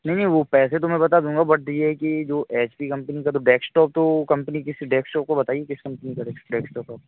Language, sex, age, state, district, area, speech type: Hindi, male, 30-45, Madhya Pradesh, Hoshangabad, rural, conversation